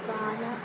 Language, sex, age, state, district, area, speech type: Sanskrit, female, 18-30, Kerala, Kannur, rural, spontaneous